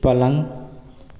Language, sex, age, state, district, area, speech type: Hindi, male, 18-30, Madhya Pradesh, Seoni, urban, read